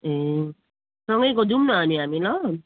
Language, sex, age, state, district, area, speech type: Nepali, female, 45-60, West Bengal, Jalpaiguri, rural, conversation